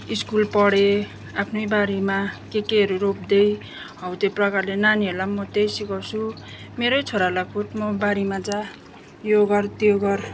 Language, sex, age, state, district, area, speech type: Nepali, female, 30-45, West Bengal, Darjeeling, rural, spontaneous